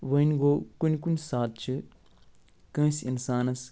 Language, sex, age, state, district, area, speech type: Kashmiri, male, 45-60, Jammu and Kashmir, Ganderbal, urban, spontaneous